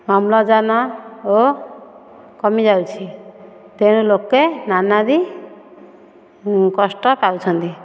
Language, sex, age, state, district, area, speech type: Odia, female, 30-45, Odisha, Dhenkanal, rural, spontaneous